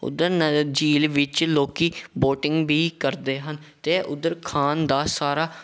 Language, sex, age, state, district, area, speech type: Punjabi, male, 18-30, Punjab, Gurdaspur, rural, spontaneous